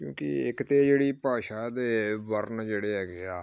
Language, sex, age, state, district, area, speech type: Punjabi, male, 45-60, Punjab, Amritsar, urban, spontaneous